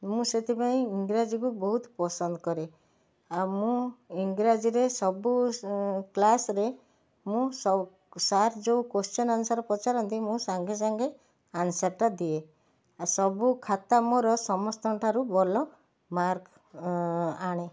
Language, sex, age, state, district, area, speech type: Odia, female, 45-60, Odisha, Cuttack, urban, spontaneous